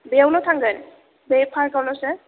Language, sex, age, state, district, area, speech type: Bodo, female, 18-30, Assam, Kokrajhar, rural, conversation